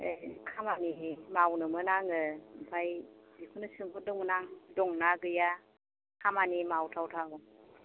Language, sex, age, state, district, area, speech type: Bodo, female, 45-60, Assam, Kokrajhar, urban, conversation